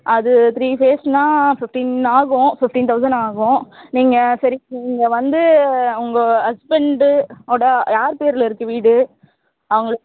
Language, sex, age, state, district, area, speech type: Tamil, female, 30-45, Tamil Nadu, Tiruvallur, urban, conversation